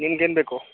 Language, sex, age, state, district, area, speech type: Kannada, male, 18-30, Karnataka, Mandya, rural, conversation